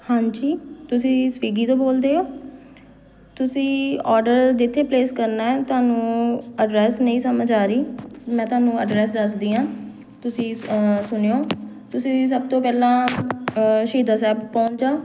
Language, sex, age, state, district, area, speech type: Punjabi, female, 30-45, Punjab, Amritsar, urban, spontaneous